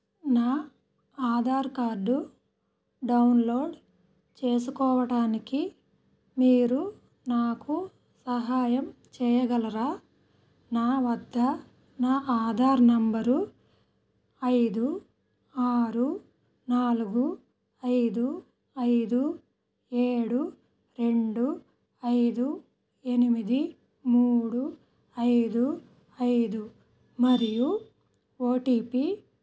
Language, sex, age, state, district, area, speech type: Telugu, female, 30-45, Andhra Pradesh, Krishna, rural, read